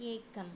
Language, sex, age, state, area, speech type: Sanskrit, female, 30-45, Tamil Nadu, urban, read